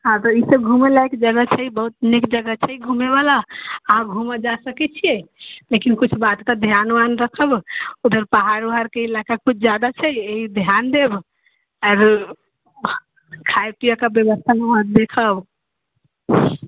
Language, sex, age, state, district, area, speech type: Maithili, female, 45-60, Bihar, Sitamarhi, rural, conversation